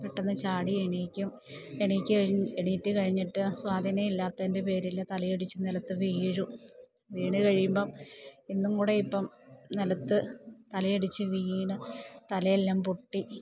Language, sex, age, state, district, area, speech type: Malayalam, female, 45-60, Kerala, Idukki, rural, spontaneous